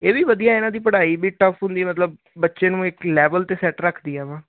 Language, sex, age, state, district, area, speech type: Punjabi, male, 18-30, Punjab, Hoshiarpur, rural, conversation